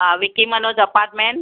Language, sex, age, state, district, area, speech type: Sindhi, female, 45-60, Maharashtra, Thane, urban, conversation